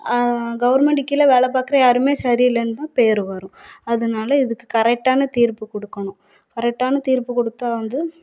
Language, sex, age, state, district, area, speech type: Tamil, female, 30-45, Tamil Nadu, Thoothukudi, urban, spontaneous